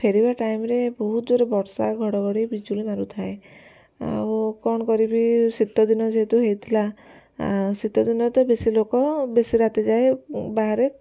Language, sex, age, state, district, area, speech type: Odia, female, 18-30, Odisha, Kendujhar, urban, spontaneous